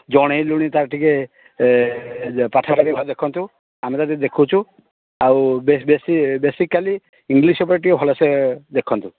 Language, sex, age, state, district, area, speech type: Odia, male, 45-60, Odisha, Kendrapara, urban, conversation